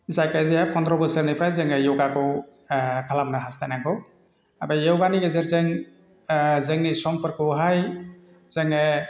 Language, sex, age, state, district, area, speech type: Bodo, male, 45-60, Assam, Chirang, rural, spontaneous